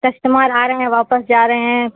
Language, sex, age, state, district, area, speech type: Hindi, female, 60+, Uttar Pradesh, Sitapur, rural, conversation